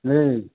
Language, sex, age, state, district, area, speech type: Assamese, male, 45-60, Assam, Majuli, rural, conversation